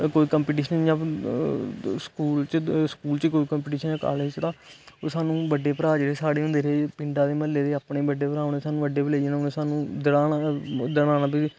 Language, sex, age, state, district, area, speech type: Dogri, male, 18-30, Jammu and Kashmir, Kathua, rural, spontaneous